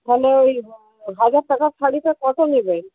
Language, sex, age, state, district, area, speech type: Bengali, female, 60+, West Bengal, Purba Medinipur, rural, conversation